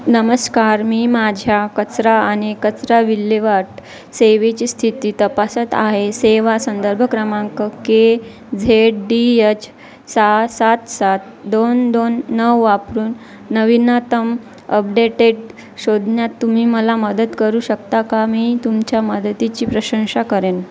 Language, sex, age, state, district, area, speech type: Marathi, female, 30-45, Maharashtra, Wardha, rural, read